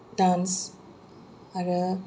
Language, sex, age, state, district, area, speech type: Bodo, female, 45-60, Assam, Kokrajhar, rural, spontaneous